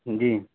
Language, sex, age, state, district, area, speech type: Urdu, male, 18-30, Uttar Pradesh, Saharanpur, urban, conversation